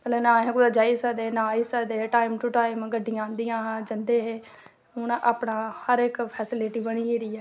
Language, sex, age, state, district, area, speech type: Dogri, female, 30-45, Jammu and Kashmir, Samba, rural, spontaneous